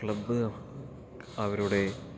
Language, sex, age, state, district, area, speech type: Malayalam, male, 18-30, Kerala, Palakkad, rural, spontaneous